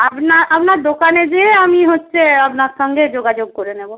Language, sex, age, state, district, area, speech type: Bengali, female, 45-60, West Bengal, Jalpaiguri, rural, conversation